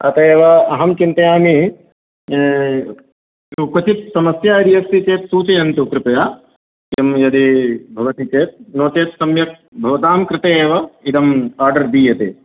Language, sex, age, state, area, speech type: Sanskrit, male, 30-45, Madhya Pradesh, urban, conversation